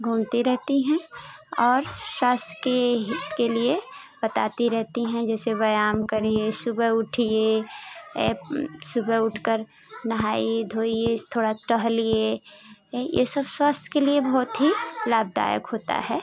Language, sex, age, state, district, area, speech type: Hindi, female, 18-30, Uttar Pradesh, Ghazipur, urban, spontaneous